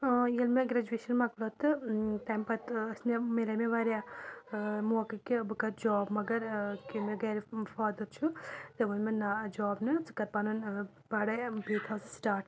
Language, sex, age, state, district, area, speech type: Kashmiri, female, 18-30, Jammu and Kashmir, Anantnag, rural, spontaneous